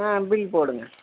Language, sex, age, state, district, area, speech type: Tamil, female, 60+, Tamil Nadu, Tiruvarur, rural, conversation